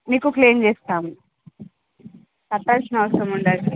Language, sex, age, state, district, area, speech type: Telugu, female, 18-30, Andhra Pradesh, Visakhapatnam, urban, conversation